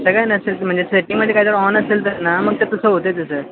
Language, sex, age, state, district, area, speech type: Marathi, male, 18-30, Maharashtra, Sangli, rural, conversation